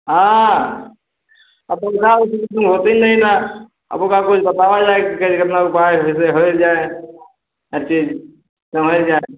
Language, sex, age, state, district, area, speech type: Hindi, male, 60+, Uttar Pradesh, Ayodhya, rural, conversation